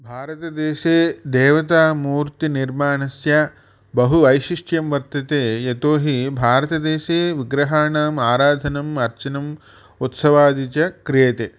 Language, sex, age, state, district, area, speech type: Sanskrit, male, 45-60, Andhra Pradesh, Chittoor, urban, spontaneous